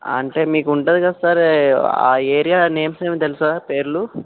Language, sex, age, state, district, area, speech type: Telugu, male, 45-60, Andhra Pradesh, Kakinada, urban, conversation